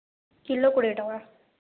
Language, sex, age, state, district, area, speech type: Odia, female, 30-45, Odisha, Jajpur, rural, conversation